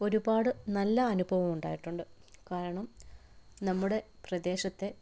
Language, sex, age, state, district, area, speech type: Malayalam, female, 30-45, Kerala, Kannur, rural, spontaneous